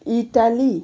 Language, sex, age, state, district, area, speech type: Nepali, female, 18-30, West Bengal, Kalimpong, rural, spontaneous